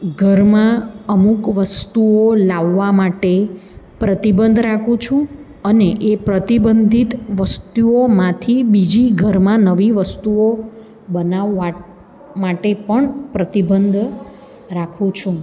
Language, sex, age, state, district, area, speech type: Gujarati, female, 45-60, Gujarat, Surat, urban, spontaneous